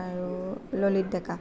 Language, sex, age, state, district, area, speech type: Assamese, female, 18-30, Assam, Nalbari, rural, spontaneous